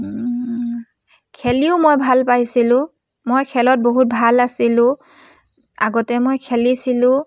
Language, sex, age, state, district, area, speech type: Assamese, female, 30-45, Assam, Dibrugarh, rural, spontaneous